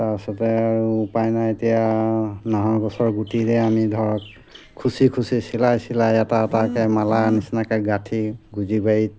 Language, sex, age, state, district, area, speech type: Assamese, male, 45-60, Assam, Golaghat, rural, spontaneous